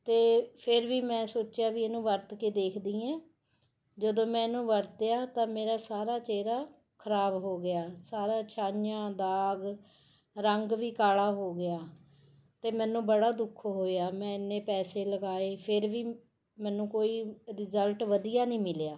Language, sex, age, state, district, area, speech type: Punjabi, female, 45-60, Punjab, Mohali, urban, spontaneous